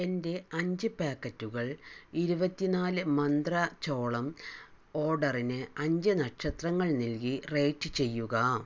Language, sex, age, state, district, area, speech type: Malayalam, female, 60+, Kerala, Palakkad, rural, read